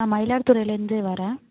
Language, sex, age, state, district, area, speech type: Tamil, female, 18-30, Tamil Nadu, Mayiladuthurai, urban, conversation